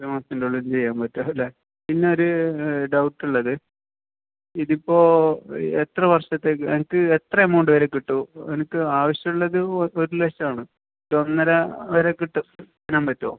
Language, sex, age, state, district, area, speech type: Malayalam, male, 30-45, Kerala, Kasaragod, rural, conversation